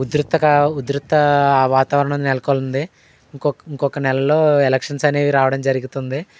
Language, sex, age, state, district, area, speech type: Telugu, male, 18-30, Andhra Pradesh, Eluru, rural, spontaneous